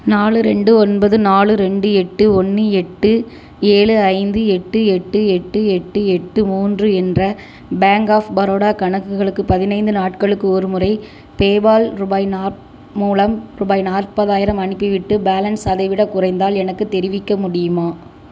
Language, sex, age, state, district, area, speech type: Tamil, female, 30-45, Tamil Nadu, Thoothukudi, rural, read